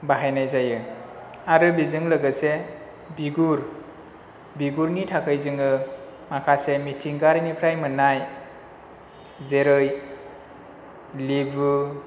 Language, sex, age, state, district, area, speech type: Bodo, male, 30-45, Assam, Chirang, rural, spontaneous